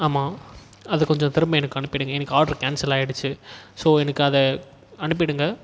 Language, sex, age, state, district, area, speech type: Tamil, male, 18-30, Tamil Nadu, Tiruvannamalai, urban, spontaneous